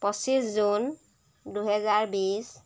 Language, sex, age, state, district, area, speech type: Assamese, female, 45-60, Assam, Jorhat, urban, spontaneous